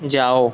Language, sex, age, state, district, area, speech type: Hindi, male, 45-60, Uttar Pradesh, Sonbhadra, rural, read